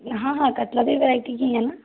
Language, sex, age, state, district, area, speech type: Hindi, female, 45-60, Madhya Pradesh, Balaghat, rural, conversation